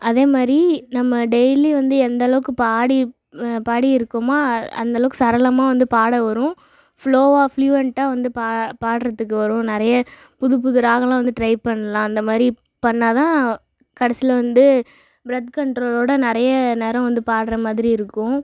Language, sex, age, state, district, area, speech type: Tamil, female, 18-30, Tamil Nadu, Tiruchirappalli, urban, spontaneous